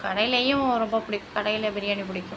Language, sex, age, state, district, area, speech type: Tamil, female, 30-45, Tamil Nadu, Thanjavur, urban, spontaneous